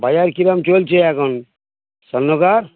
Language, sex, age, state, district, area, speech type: Bengali, male, 60+, West Bengal, Hooghly, rural, conversation